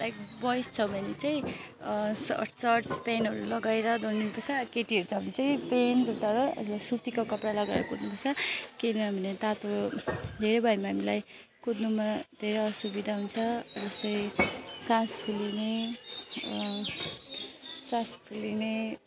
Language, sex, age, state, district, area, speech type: Nepali, female, 30-45, West Bengal, Alipurduar, rural, spontaneous